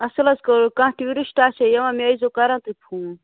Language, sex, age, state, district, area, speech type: Kashmiri, female, 18-30, Jammu and Kashmir, Bandipora, rural, conversation